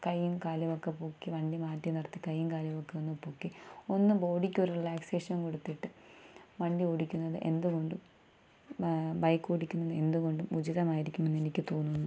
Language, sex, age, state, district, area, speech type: Malayalam, female, 18-30, Kerala, Thiruvananthapuram, rural, spontaneous